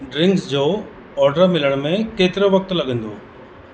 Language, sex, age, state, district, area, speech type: Sindhi, male, 30-45, Uttar Pradesh, Lucknow, rural, read